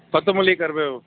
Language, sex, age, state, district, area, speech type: Telugu, male, 30-45, Andhra Pradesh, Sri Balaji, rural, conversation